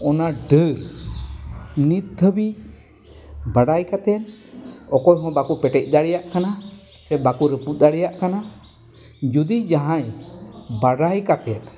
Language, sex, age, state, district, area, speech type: Santali, male, 60+, West Bengal, Dakshin Dinajpur, rural, spontaneous